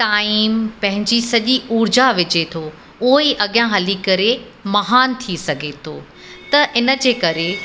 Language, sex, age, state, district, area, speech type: Sindhi, female, 45-60, Uttar Pradesh, Lucknow, rural, spontaneous